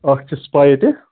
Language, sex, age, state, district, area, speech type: Kashmiri, male, 18-30, Jammu and Kashmir, Ganderbal, rural, conversation